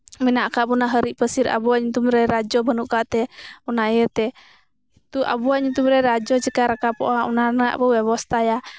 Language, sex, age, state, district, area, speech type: Santali, female, 30-45, West Bengal, Birbhum, rural, spontaneous